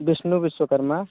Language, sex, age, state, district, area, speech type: Hindi, male, 30-45, Uttar Pradesh, Mirzapur, rural, conversation